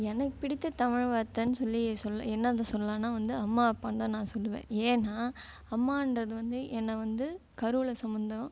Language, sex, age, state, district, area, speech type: Tamil, female, 18-30, Tamil Nadu, Kallakurichi, rural, spontaneous